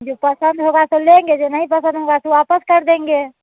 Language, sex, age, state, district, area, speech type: Hindi, female, 45-60, Bihar, Muzaffarpur, urban, conversation